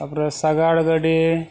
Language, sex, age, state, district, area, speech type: Santali, male, 45-60, Odisha, Mayurbhanj, rural, spontaneous